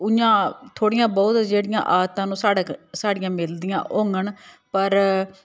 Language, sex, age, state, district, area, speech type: Dogri, female, 30-45, Jammu and Kashmir, Udhampur, rural, spontaneous